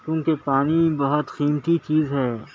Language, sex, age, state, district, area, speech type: Urdu, male, 60+, Telangana, Hyderabad, urban, spontaneous